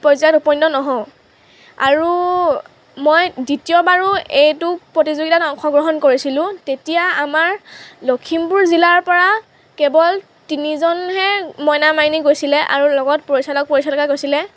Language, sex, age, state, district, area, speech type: Assamese, female, 18-30, Assam, Lakhimpur, rural, spontaneous